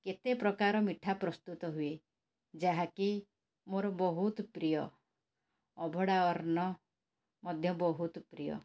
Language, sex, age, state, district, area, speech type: Odia, female, 45-60, Odisha, Cuttack, urban, spontaneous